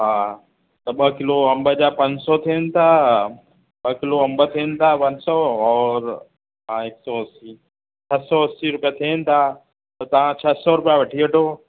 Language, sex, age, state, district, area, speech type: Sindhi, male, 45-60, Uttar Pradesh, Lucknow, urban, conversation